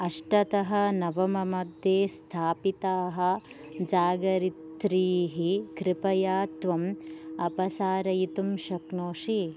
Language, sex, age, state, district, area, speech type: Sanskrit, female, 18-30, Karnataka, Bagalkot, rural, read